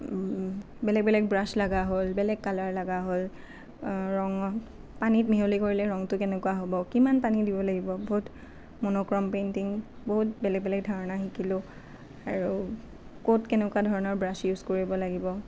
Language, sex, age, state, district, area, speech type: Assamese, female, 18-30, Assam, Nalbari, rural, spontaneous